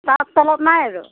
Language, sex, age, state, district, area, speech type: Assamese, female, 45-60, Assam, Darrang, rural, conversation